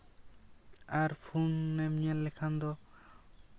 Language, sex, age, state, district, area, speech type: Santali, male, 18-30, West Bengal, Jhargram, rural, spontaneous